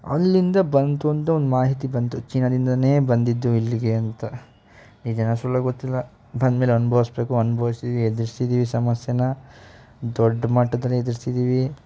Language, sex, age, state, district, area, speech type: Kannada, male, 18-30, Karnataka, Mysore, rural, spontaneous